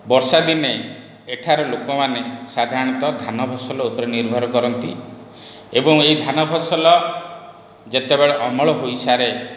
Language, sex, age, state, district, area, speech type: Odia, male, 60+, Odisha, Khordha, rural, spontaneous